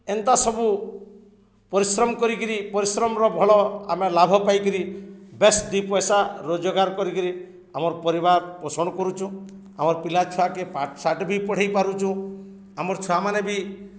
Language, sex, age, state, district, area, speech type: Odia, male, 60+, Odisha, Balangir, urban, spontaneous